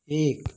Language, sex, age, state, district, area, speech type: Hindi, male, 60+, Uttar Pradesh, Mau, rural, read